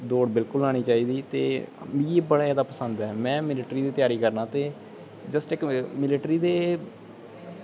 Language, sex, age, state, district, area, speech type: Dogri, male, 18-30, Jammu and Kashmir, Kathua, rural, spontaneous